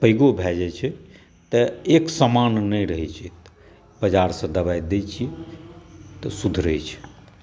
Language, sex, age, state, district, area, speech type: Maithili, male, 60+, Bihar, Saharsa, urban, spontaneous